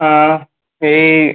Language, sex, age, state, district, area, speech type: Bengali, male, 18-30, West Bengal, Kolkata, urban, conversation